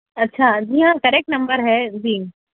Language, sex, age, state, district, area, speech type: Urdu, female, 30-45, Telangana, Hyderabad, urban, conversation